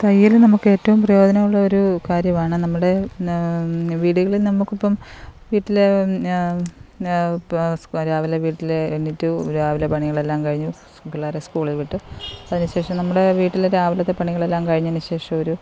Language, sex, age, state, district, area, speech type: Malayalam, female, 30-45, Kerala, Alappuzha, rural, spontaneous